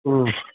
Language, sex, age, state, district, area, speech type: Manipuri, male, 45-60, Manipur, Kakching, rural, conversation